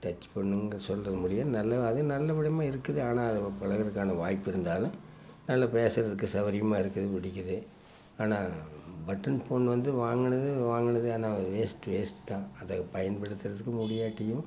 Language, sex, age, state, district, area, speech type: Tamil, male, 60+, Tamil Nadu, Tiruppur, rural, spontaneous